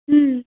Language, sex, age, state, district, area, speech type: Tamil, female, 18-30, Tamil Nadu, Thanjavur, rural, conversation